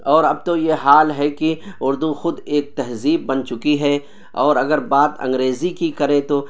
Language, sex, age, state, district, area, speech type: Urdu, male, 30-45, Bihar, Purnia, rural, spontaneous